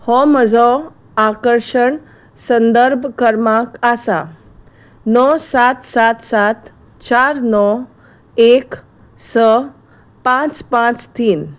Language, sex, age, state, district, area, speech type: Goan Konkani, female, 30-45, Goa, Salcete, rural, read